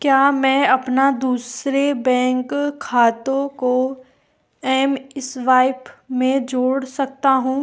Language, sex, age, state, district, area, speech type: Hindi, female, 30-45, Rajasthan, Karauli, urban, read